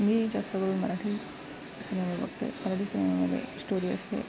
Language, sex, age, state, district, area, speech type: Marathi, female, 18-30, Maharashtra, Sindhudurg, rural, spontaneous